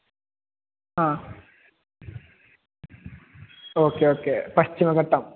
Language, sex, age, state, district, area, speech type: Malayalam, male, 30-45, Kerala, Malappuram, rural, conversation